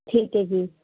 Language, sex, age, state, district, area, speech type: Punjabi, female, 30-45, Punjab, Firozpur, rural, conversation